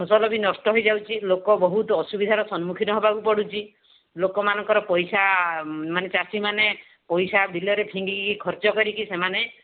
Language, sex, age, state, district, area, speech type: Odia, female, 45-60, Odisha, Balasore, rural, conversation